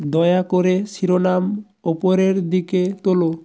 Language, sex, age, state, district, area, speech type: Bengali, male, 18-30, West Bengal, North 24 Parganas, rural, read